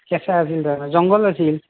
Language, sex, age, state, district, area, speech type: Assamese, male, 45-60, Assam, Kamrup Metropolitan, urban, conversation